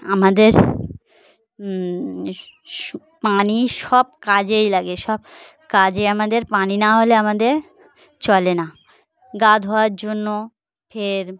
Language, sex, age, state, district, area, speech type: Bengali, female, 30-45, West Bengal, Dakshin Dinajpur, urban, spontaneous